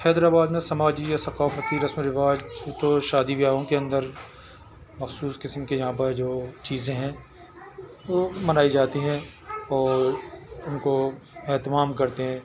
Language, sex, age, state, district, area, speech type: Urdu, male, 60+, Telangana, Hyderabad, urban, spontaneous